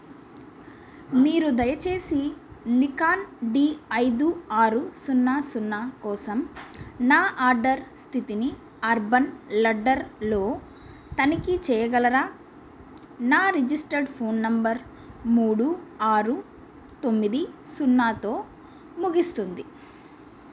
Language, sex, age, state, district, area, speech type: Telugu, female, 30-45, Andhra Pradesh, Chittoor, urban, read